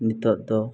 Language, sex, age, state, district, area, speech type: Santali, male, 18-30, Jharkhand, East Singhbhum, rural, spontaneous